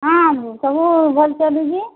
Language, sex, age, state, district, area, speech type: Odia, female, 30-45, Odisha, Sambalpur, rural, conversation